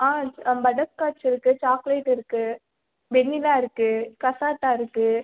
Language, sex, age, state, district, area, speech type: Tamil, female, 30-45, Tamil Nadu, Ariyalur, rural, conversation